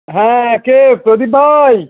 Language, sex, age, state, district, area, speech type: Bengali, male, 60+, West Bengal, Howrah, urban, conversation